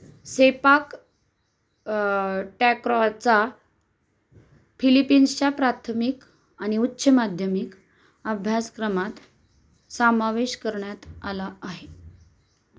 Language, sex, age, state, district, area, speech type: Marathi, female, 30-45, Maharashtra, Osmanabad, rural, read